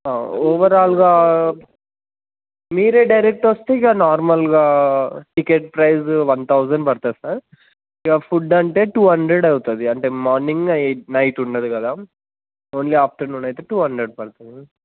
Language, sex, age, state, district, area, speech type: Telugu, male, 18-30, Telangana, Suryapet, urban, conversation